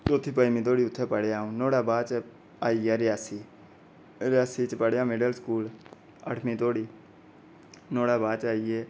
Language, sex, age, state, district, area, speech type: Dogri, male, 30-45, Jammu and Kashmir, Reasi, rural, spontaneous